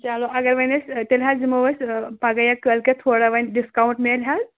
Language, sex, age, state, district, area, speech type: Kashmiri, female, 18-30, Jammu and Kashmir, Anantnag, rural, conversation